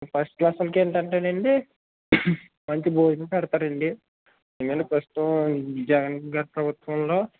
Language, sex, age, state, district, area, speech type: Telugu, male, 18-30, Andhra Pradesh, West Godavari, rural, conversation